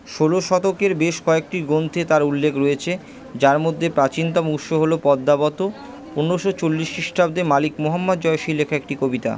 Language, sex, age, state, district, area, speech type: Bengali, female, 30-45, West Bengal, Purba Bardhaman, urban, read